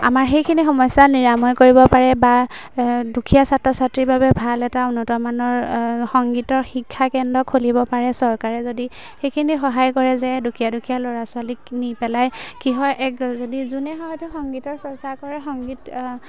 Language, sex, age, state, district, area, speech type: Assamese, female, 18-30, Assam, Majuli, urban, spontaneous